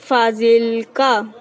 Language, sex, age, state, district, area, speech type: Punjabi, female, 18-30, Punjab, Mansa, rural, spontaneous